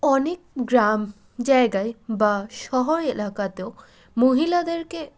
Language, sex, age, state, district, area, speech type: Bengali, female, 18-30, West Bengal, Malda, rural, spontaneous